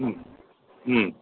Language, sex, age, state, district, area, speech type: Tamil, male, 60+, Tamil Nadu, Perambalur, rural, conversation